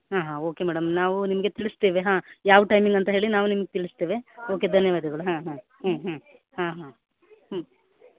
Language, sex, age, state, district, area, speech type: Kannada, female, 30-45, Karnataka, Uttara Kannada, rural, conversation